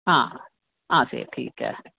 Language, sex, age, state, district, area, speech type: Dogri, female, 30-45, Jammu and Kashmir, Jammu, urban, conversation